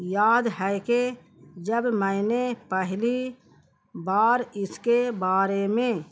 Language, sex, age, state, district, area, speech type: Urdu, female, 45-60, Bihar, Gaya, urban, spontaneous